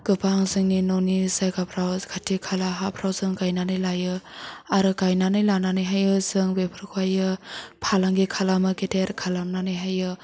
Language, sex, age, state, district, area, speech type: Bodo, female, 30-45, Assam, Chirang, rural, spontaneous